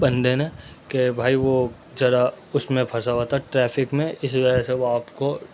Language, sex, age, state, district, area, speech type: Urdu, male, 18-30, Delhi, North West Delhi, urban, spontaneous